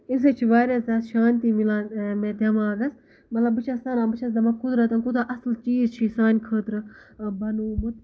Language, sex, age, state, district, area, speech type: Kashmiri, female, 18-30, Jammu and Kashmir, Ganderbal, rural, spontaneous